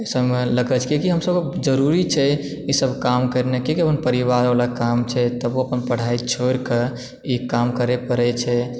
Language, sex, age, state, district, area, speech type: Maithili, male, 18-30, Bihar, Supaul, rural, spontaneous